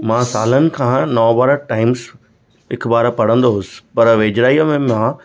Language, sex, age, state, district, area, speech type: Sindhi, male, 30-45, Maharashtra, Thane, rural, spontaneous